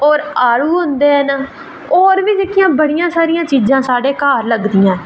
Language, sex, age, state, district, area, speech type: Dogri, female, 18-30, Jammu and Kashmir, Reasi, rural, spontaneous